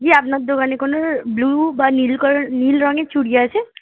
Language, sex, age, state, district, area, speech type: Bengali, female, 18-30, West Bengal, Howrah, urban, conversation